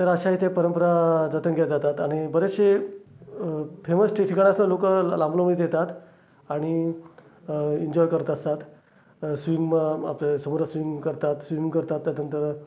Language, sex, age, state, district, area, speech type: Marathi, male, 30-45, Maharashtra, Raigad, rural, spontaneous